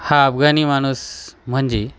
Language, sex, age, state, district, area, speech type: Marathi, male, 45-60, Maharashtra, Nashik, urban, spontaneous